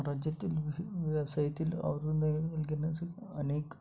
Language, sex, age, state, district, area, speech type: Marathi, male, 18-30, Maharashtra, Sangli, urban, spontaneous